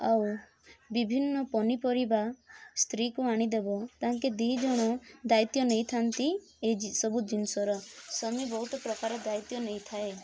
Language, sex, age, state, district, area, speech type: Odia, female, 18-30, Odisha, Rayagada, rural, spontaneous